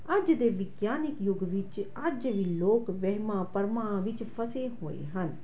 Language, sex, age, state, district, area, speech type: Punjabi, female, 18-30, Punjab, Tarn Taran, urban, spontaneous